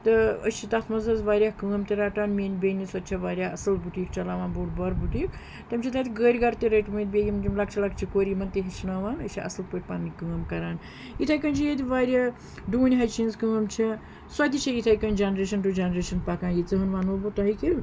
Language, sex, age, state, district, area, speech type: Kashmiri, female, 30-45, Jammu and Kashmir, Srinagar, urban, spontaneous